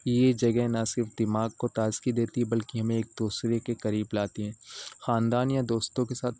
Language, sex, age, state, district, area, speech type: Urdu, male, 18-30, Uttar Pradesh, Azamgarh, rural, spontaneous